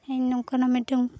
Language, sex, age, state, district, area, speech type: Santali, female, 18-30, Jharkhand, Seraikela Kharsawan, rural, spontaneous